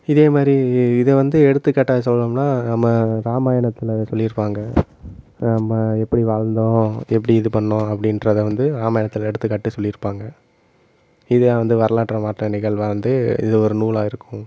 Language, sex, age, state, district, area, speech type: Tamil, male, 18-30, Tamil Nadu, Madurai, urban, spontaneous